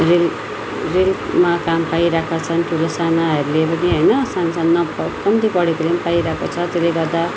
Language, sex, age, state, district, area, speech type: Nepali, female, 30-45, West Bengal, Darjeeling, rural, spontaneous